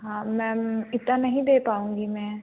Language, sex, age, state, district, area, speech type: Hindi, female, 18-30, Madhya Pradesh, Betul, urban, conversation